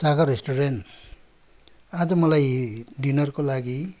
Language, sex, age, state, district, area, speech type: Nepali, male, 60+, West Bengal, Kalimpong, rural, spontaneous